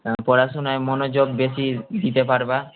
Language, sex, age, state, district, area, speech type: Bengali, male, 18-30, West Bengal, Malda, urban, conversation